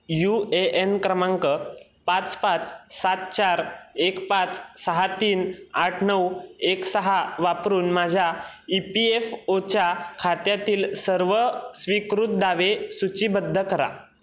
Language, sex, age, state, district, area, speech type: Marathi, male, 18-30, Maharashtra, Raigad, rural, read